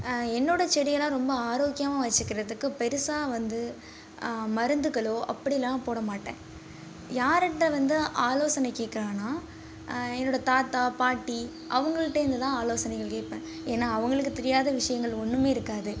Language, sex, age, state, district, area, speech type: Tamil, female, 18-30, Tamil Nadu, Nagapattinam, rural, spontaneous